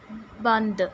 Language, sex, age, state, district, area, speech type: Punjabi, female, 18-30, Punjab, Mohali, rural, read